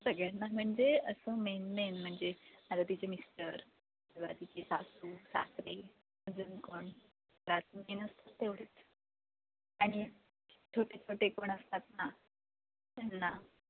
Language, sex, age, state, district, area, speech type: Marathi, female, 18-30, Maharashtra, Ratnagiri, rural, conversation